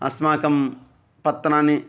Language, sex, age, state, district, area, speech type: Sanskrit, male, 30-45, Telangana, Narayanpet, urban, spontaneous